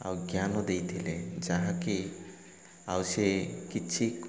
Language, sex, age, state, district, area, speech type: Odia, male, 30-45, Odisha, Koraput, urban, spontaneous